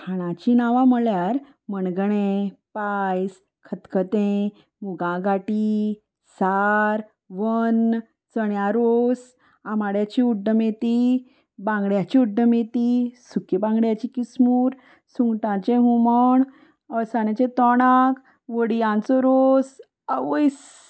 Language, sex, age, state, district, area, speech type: Goan Konkani, female, 30-45, Goa, Salcete, rural, spontaneous